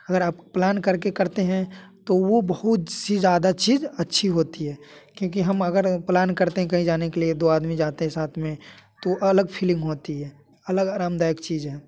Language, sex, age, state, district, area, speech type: Hindi, male, 18-30, Bihar, Muzaffarpur, urban, spontaneous